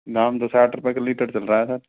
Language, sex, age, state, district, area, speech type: Hindi, male, 30-45, Rajasthan, Karauli, rural, conversation